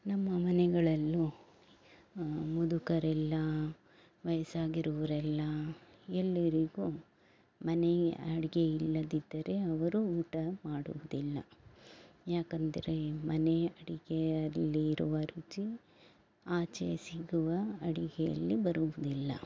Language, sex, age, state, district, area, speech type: Kannada, female, 60+, Karnataka, Bangalore Urban, rural, spontaneous